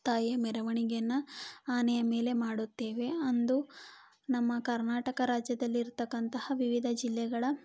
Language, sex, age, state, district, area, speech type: Kannada, female, 18-30, Karnataka, Mandya, rural, spontaneous